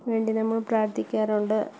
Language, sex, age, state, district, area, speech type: Malayalam, female, 30-45, Kerala, Kollam, rural, spontaneous